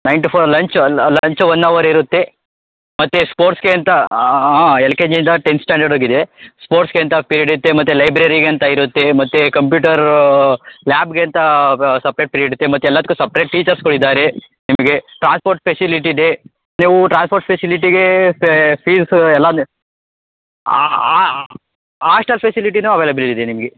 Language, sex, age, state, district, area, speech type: Kannada, male, 18-30, Karnataka, Tumkur, urban, conversation